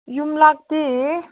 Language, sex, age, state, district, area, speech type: Manipuri, female, 18-30, Manipur, Kangpokpi, urban, conversation